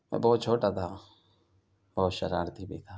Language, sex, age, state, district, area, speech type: Urdu, male, 18-30, Delhi, Central Delhi, urban, spontaneous